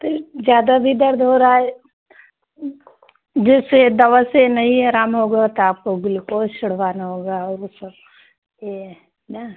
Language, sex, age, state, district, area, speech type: Hindi, female, 45-60, Uttar Pradesh, Pratapgarh, rural, conversation